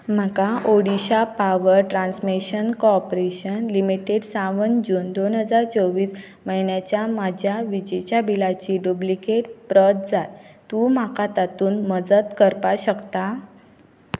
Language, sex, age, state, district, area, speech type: Goan Konkani, female, 18-30, Goa, Pernem, rural, read